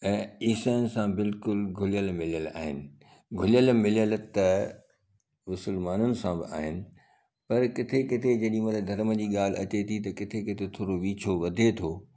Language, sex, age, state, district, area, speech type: Sindhi, male, 60+, Gujarat, Kutch, urban, spontaneous